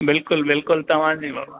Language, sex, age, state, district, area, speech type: Sindhi, male, 60+, Maharashtra, Thane, urban, conversation